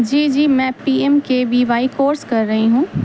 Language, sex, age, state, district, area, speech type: Urdu, female, 30-45, Bihar, Gaya, urban, spontaneous